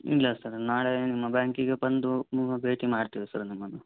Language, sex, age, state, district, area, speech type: Kannada, male, 18-30, Karnataka, Davanagere, urban, conversation